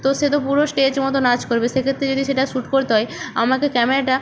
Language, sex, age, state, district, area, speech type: Bengali, female, 30-45, West Bengal, Nadia, rural, spontaneous